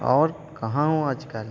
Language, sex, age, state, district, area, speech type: Urdu, male, 18-30, Bihar, Gaya, urban, spontaneous